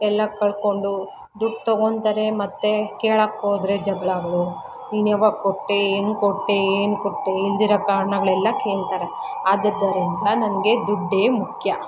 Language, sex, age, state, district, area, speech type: Kannada, female, 18-30, Karnataka, Kolar, rural, spontaneous